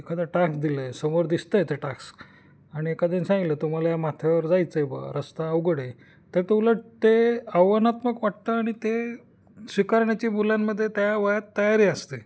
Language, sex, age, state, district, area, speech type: Marathi, male, 45-60, Maharashtra, Nashik, urban, spontaneous